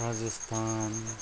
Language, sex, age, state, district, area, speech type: Nepali, male, 45-60, West Bengal, Kalimpong, rural, spontaneous